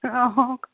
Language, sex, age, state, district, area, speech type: Assamese, female, 30-45, Assam, Sivasagar, rural, conversation